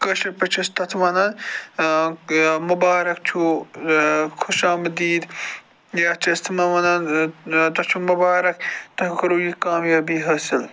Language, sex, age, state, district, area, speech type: Kashmiri, male, 45-60, Jammu and Kashmir, Budgam, urban, spontaneous